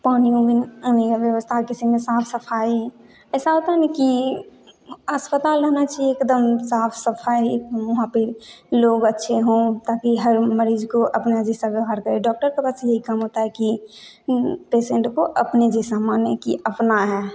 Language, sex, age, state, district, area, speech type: Hindi, female, 18-30, Bihar, Begusarai, rural, spontaneous